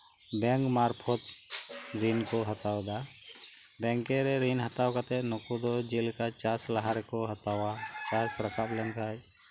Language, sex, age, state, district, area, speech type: Santali, male, 45-60, West Bengal, Birbhum, rural, spontaneous